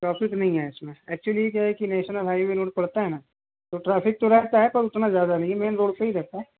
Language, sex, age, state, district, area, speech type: Hindi, male, 45-60, Madhya Pradesh, Balaghat, rural, conversation